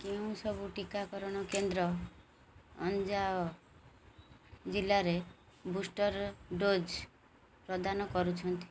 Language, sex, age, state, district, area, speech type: Odia, female, 45-60, Odisha, Kendrapara, urban, read